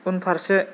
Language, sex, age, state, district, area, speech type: Bodo, male, 18-30, Assam, Kokrajhar, rural, read